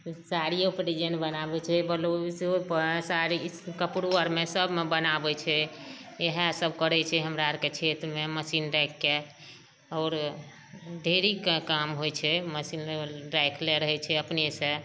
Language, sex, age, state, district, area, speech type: Maithili, female, 60+, Bihar, Madhepura, urban, spontaneous